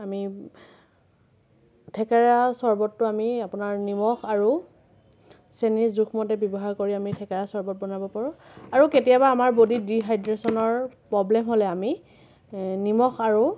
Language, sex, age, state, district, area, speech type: Assamese, female, 30-45, Assam, Lakhimpur, rural, spontaneous